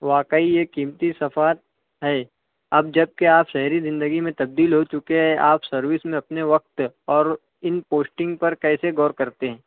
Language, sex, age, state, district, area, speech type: Urdu, male, 60+, Maharashtra, Nashik, urban, conversation